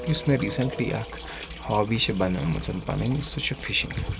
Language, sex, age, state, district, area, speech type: Kashmiri, male, 30-45, Jammu and Kashmir, Srinagar, urban, spontaneous